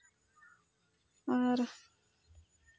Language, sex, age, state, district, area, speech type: Santali, female, 30-45, West Bengal, Jhargram, rural, spontaneous